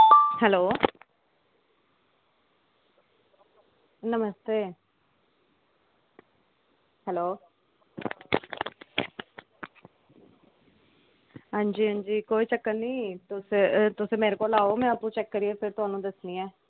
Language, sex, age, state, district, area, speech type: Dogri, female, 18-30, Jammu and Kashmir, Samba, urban, conversation